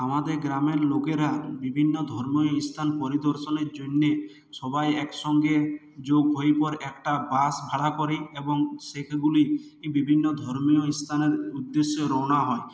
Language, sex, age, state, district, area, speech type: Bengali, male, 60+, West Bengal, Purulia, rural, spontaneous